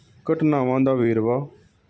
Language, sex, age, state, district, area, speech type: Punjabi, male, 30-45, Punjab, Mohali, rural, read